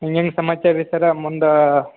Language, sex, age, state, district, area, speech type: Kannada, male, 45-60, Karnataka, Belgaum, rural, conversation